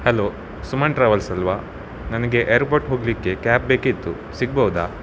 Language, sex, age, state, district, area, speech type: Kannada, male, 18-30, Karnataka, Shimoga, rural, spontaneous